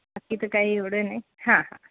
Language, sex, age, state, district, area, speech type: Marathi, female, 45-60, Maharashtra, Nagpur, urban, conversation